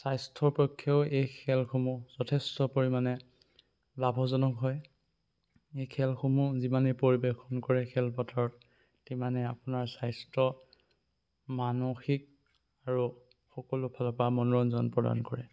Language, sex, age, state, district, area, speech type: Assamese, male, 18-30, Assam, Sonitpur, rural, spontaneous